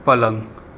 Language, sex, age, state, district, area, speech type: Gujarati, male, 45-60, Gujarat, Morbi, urban, read